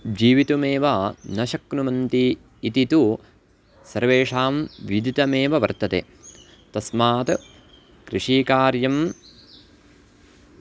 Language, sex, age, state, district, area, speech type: Sanskrit, male, 18-30, Karnataka, Uttara Kannada, rural, spontaneous